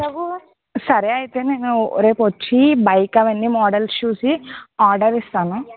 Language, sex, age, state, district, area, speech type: Telugu, female, 30-45, Andhra Pradesh, Eluru, rural, conversation